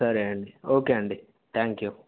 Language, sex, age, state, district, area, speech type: Telugu, male, 18-30, Telangana, Wanaparthy, urban, conversation